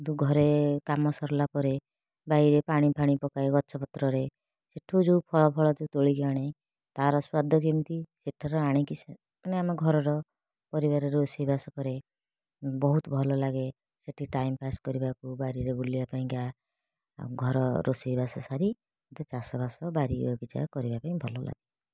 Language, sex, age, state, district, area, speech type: Odia, female, 30-45, Odisha, Kalahandi, rural, spontaneous